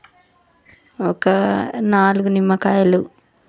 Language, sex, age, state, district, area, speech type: Telugu, female, 30-45, Telangana, Vikarabad, urban, spontaneous